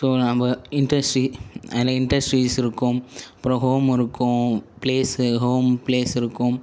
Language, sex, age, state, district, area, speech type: Tamil, male, 18-30, Tamil Nadu, Ariyalur, rural, spontaneous